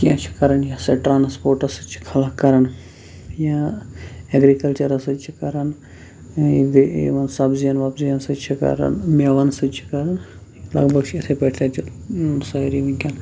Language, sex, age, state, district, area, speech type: Kashmiri, male, 30-45, Jammu and Kashmir, Shopian, urban, spontaneous